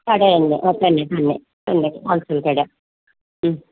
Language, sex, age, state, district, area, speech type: Malayalam, female, 60+, Kerala, Kasaragod, rural, conversation